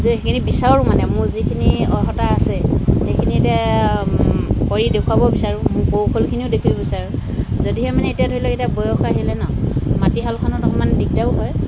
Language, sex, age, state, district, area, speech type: Assamese, female, 60+, Assam, Dibrugarh, rural, spontaneous